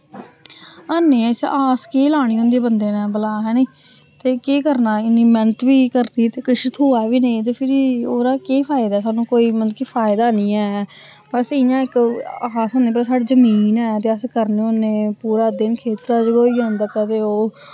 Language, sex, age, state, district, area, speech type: Dogri, female, 18-30, Jammu and Kashmir, Samba, rural, spontaneous